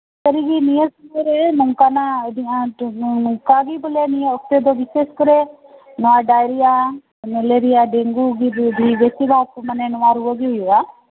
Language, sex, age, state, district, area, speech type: Santali, female, 45-60, West Bengal, Birbhum, rural, conversation